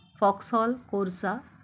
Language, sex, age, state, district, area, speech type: Marathi, female, 45-60, Maharashtra, Kolhapur, urban, spontaneous